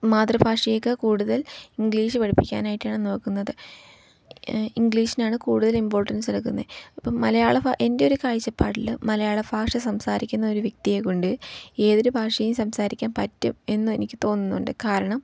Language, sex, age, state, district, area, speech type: Malayalam, female, 18-30, Kerala, Palakkad, rural, spontaneous